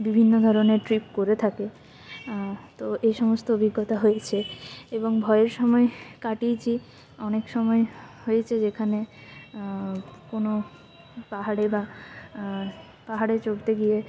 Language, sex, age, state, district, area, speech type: Bengali, female, 18-30, West Bengal, Jalpaiguri, rural, spontaneous